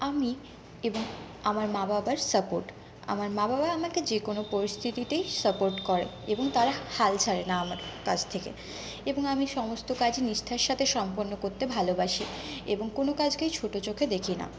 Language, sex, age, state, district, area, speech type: Bengali, female, 30-45, West Bengal, Purulia, urban, spontaneous